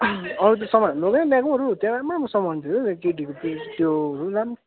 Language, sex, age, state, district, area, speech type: Nepali, male, 18-30, West Bengal, Kalimpong, rural, conversation